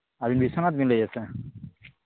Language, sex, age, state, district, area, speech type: Santali, male, 30-45, Jharkhand, East Singhbhum, rural, conversation